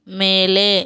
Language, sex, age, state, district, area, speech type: Tamil, female, 30-45, Tamil Nadu, Kallakurichi, urban, read